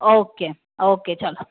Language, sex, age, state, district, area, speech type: Gujarati, female, 18-30, Gujarat, Ahmedabad, urban, conversation